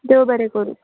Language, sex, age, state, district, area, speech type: Goan Konkani, female, 18-30, Goa, Murmgao, rural, conversation